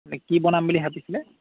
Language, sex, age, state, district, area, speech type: Assamese, male, 30-45, Assam, Jorhat, urban, conversation